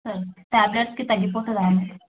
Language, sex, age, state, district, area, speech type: Telugu, female, 18-30, Telangana, Vikarabad, urban, conversation